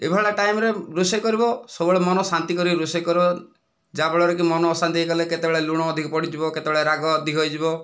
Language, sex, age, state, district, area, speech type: Odia, male, 45-60, Odisha, Kandhamal, rural, spontaneous